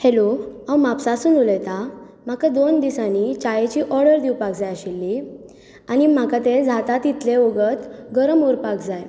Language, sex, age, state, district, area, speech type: Goan Konkani, female, 18-30, Goa, Bardez, urban, spontaneous